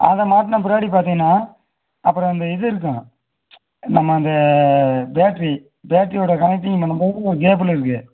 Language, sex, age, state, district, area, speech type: Tamil, male, 30-45, Tamil Nadu, Madurai, rural, conversation